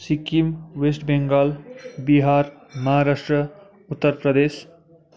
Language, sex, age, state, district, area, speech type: Nepali, male, 18-30, West Bengal, Kalimpong, rural, spontaneous